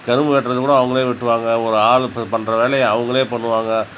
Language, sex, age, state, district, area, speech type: Tamil, male, 45-60, Tamil Nadu, Cuddalore, rural, spontaneous